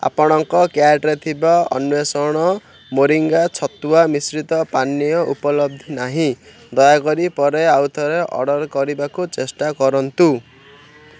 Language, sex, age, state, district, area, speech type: Odia, male, 30-45, Odisha, Ganjam, urban, read